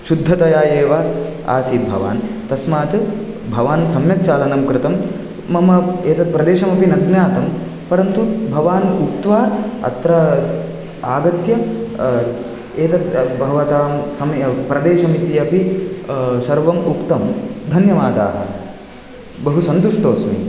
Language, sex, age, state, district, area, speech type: Sanskrit, male, 18-30, Karnataka, Raichur, urban, spontaneous